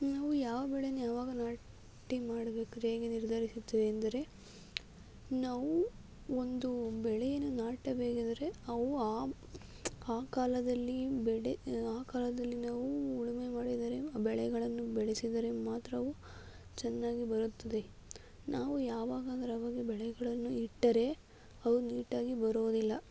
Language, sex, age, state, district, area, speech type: Kannada, female, 60+, Karnataka, Tumkur, rural, spontaneous